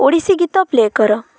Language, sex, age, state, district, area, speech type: Odia, female, 18-30, Odisha, Bhadrak, rural, read